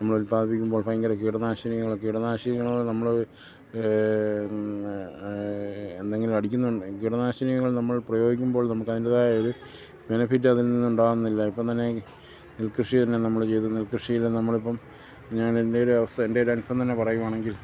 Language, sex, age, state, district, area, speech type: Malayalam, male, 45-60, Kerala, Kottayam, rural, spontaneous